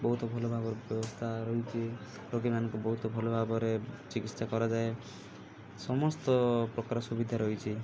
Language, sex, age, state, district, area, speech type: Odia, male, 18-30, Odisha, Malkangiri, urban, spontaneous